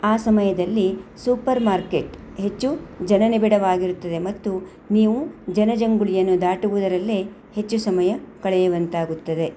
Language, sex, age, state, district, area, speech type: Kannada, female, 45-60, Karnataka, Shimoga, rural, read